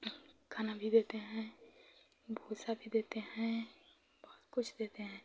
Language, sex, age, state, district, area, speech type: Hindi, female, 30-45, Uttar Pradesh, Chandauli, rural, spontaneous